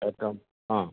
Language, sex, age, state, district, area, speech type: Malayalam, male, 45-60, Kerala, Idukki, rural, conversation